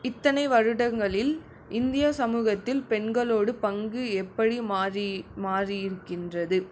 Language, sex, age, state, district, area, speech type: Tamil, female, 18-30, Tamil Nadu, Krishnagiri, rural, spontaneous